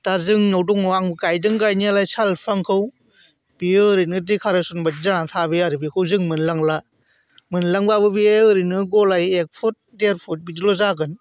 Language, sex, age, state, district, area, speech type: Bodo, male, 45-60, Assam, Chirang, urban, spontaneous